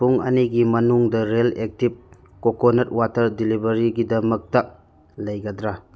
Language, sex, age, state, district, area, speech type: Manipuri, male, 30-45, Manipur, Churachandpur, rural, read